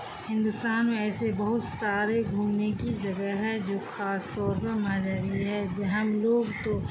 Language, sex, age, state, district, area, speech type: Urdu, female, 60+, Bihar, Khagaria, rural, spontaneous